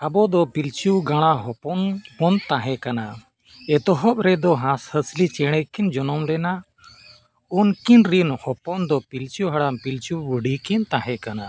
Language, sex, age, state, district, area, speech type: Santali, male, 45-60, Jharkhand, Bokaro, rural, spontaneous